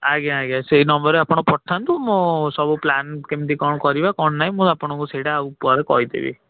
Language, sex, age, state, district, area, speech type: Odia, male, 18-30, Odisha, Cuttack, urban, conversation